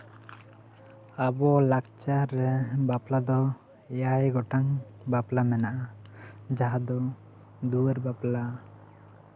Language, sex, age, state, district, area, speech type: Santali, male, 18-30, West Bengal, Bankura, rural, spontaneous